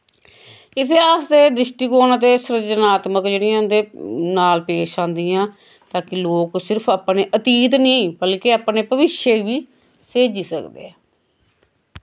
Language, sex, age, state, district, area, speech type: Dogri, female, 45-60, Jammu and Kashmir, Samba, rural, spontaneous